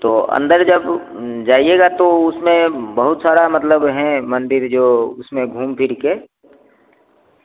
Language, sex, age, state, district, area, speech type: Hindi, male, 30-45, Bihar, Begusarai, rural, conversation